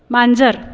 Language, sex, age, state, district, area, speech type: Marathi, female, 30-45, Maharashtra, Buldhana, urban, read